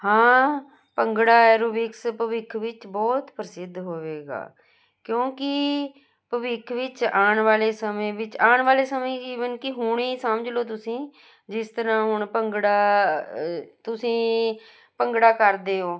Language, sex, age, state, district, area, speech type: Punjabi, female, 45-60, Punjab, Jalandhar, urban, spontaneous